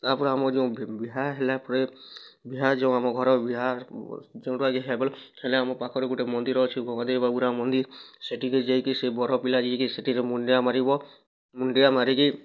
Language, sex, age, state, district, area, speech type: Odia, male, 18-30, Odisha, Kalahandi, rural, spontaneous